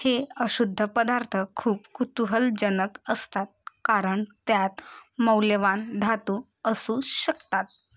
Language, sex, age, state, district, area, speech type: Marathi, female, 18-30, Maharashtra, Bhandara, rural, read